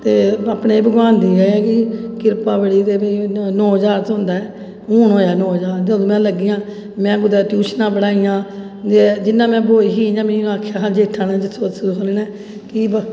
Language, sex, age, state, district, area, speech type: Dogri, female, 45-60, Jammu and Kashmir, Jammu, urban, spontaneous